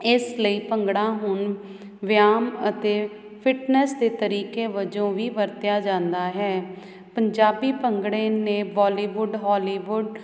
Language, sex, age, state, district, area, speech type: Punjabi, female, 30-45, Punjab, Hoshiarpur, urban, spontaneous